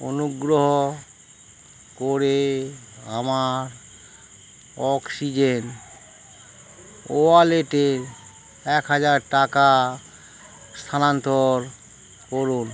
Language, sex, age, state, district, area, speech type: Bengali, male, 60+, West Bengal, Howrah, urban, read